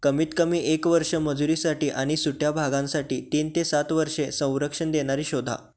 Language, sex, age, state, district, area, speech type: Marathi, male, 18-30, Maharashtra, Sangli, urban, read